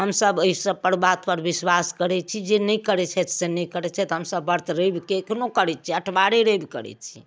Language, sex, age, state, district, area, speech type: Maithili, female, 60+, Bihar, Darbhanga, rural, spontaneous